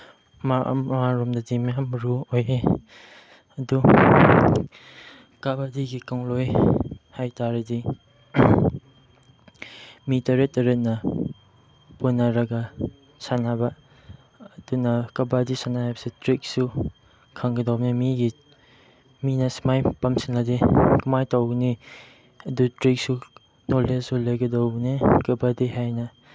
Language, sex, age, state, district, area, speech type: Manipuri, male, 18-30, Manipur, Chandel, rural, spontaneous